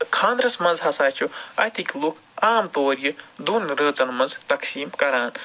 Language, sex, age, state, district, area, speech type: Kashmiri, male, 45-60, Jammu and Kashmir, Ganderbal, urban, spontaneous